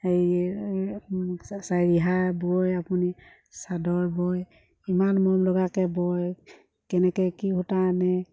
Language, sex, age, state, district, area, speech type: Assamese, female, 45-60, Assam, Sivasagar, rural, spontaneous